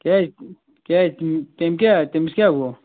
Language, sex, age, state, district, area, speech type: Kashmiri, male, 18-30, Jammu and Kashmir, Ganderbal, rural, conversation